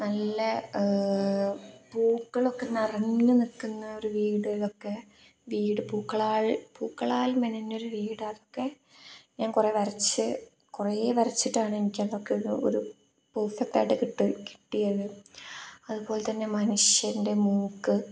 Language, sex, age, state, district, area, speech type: Malayalam, female, 18-30, Kerala, Kozhikode, rural, spontaneous